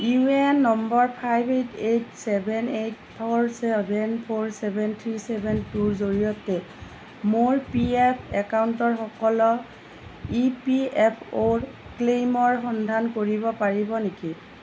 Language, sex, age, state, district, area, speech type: Assamese, female, 45-60, Assam, Nalbari, rural, read